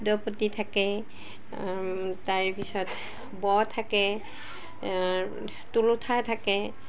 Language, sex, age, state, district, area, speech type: Assamese, female, 45-60, Assam, Barpeta, urban, spontaneous